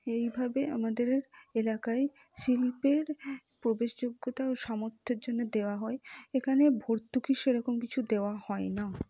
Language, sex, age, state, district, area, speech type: Bengali, female, 45-60, West Bengal, Purba Bardhaman, rural, spontaneous